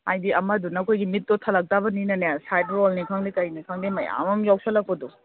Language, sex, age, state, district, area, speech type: Manipuri, female, 45-60, Manipur, Imphal East, rural, conversation